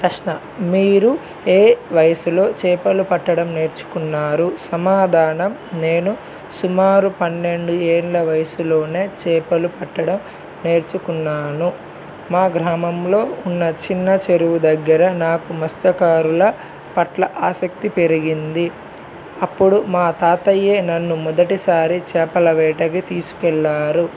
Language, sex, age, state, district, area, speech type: Telugu, male, 18-30, Telangana, Adilabad, urban, spontaneous